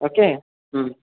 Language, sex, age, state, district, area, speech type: Sanskrit, male, 18-30, West Bengal, Purba Medinipur, rural, conversation